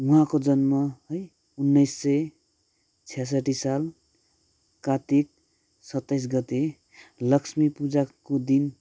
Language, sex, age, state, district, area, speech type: Nepali, male, 30-45, West Bengal, Kalimpong, rural, spontaneous